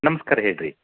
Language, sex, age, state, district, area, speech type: Kannada, male, 30-45, Karnataka, Dharwad, rural, conversation